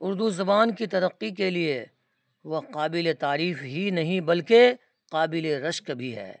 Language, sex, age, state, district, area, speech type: Urdu, male, 45-60, Bihar, Araria, rural, spontaneous